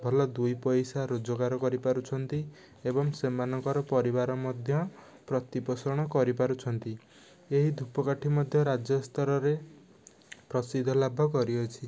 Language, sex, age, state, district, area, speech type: Odia, male, 18-30, Odisha, Nayagarh, rural, spontaneous